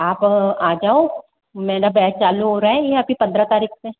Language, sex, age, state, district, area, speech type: Hindi, female, 18-30, Rajasthan, Jaipur, urban, conversation